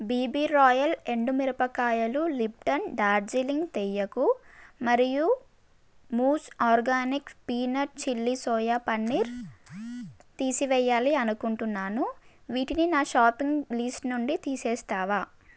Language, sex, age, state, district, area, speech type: Telugu, female, 18-30, Telangana, Mahbubnagar, urban, read